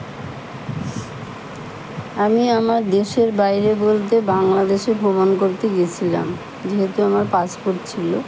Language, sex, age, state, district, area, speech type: Bengali, female, 60+, West Bengal, Kolkata, urban, spontaneous